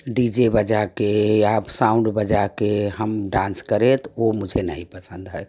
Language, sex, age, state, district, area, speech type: Hindi, female, 60+, Uttar Pradesh, Prayagraj, rural, spontaneous